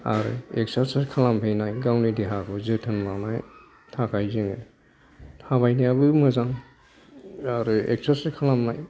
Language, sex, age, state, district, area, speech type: Bodo, male, 60+, Assam, Kokrajhar, urban, spontaneous